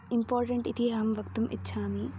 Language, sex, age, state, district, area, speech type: Sanskrit, female, 18-30, Karnataka, Dharwad, urban, spontaneous